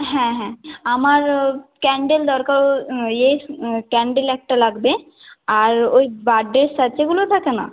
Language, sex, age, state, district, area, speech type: Bengali, female, 18-30, West Bengal, North 24 Parganas, rural, conversation